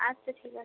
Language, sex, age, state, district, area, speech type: Bengali, female, 30-45, West Bengal, Dakshin Dinajpur, urban, conversation